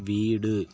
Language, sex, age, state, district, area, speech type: Tamil, male, 18-30, Tamil Nadu, Kallakurichi, urban, read